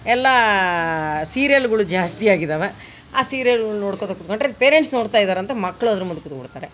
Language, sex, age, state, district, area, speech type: Kannada, female, 45-60, Karnataka, Vijayanagara, rural, spontaneous